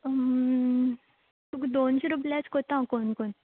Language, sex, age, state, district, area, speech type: Goan Konkani, female, 18-30, Goa, Quepem, rural, conversation